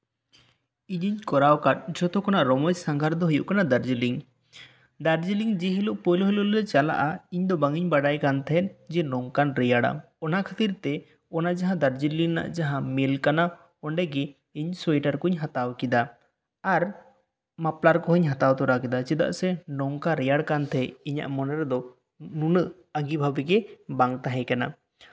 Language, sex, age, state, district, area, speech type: Santali, male, 18-30, West Bengal, Bankura, rural, spontaneous